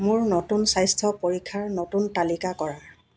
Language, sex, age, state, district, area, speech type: Assamese, female, 60+, Assam, Dibrugarh, rural, read